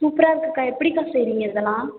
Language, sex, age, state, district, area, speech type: Tamil, female, 18-30, Tamil Nadu, Ariyalur, rural, conversation